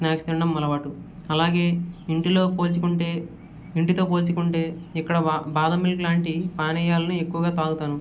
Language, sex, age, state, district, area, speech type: Telugu, male, 18-30, Andhra Pradesh, Vizianagaram, rural, spontaneous